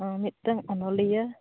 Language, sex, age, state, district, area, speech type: Santali, female, 30-45, Jharkhand, Seraikela Kharsawan, rural, conversation